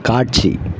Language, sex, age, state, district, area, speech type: Tamil, male, 45-60, Tamil Nadu, Thoothukudi, urban, read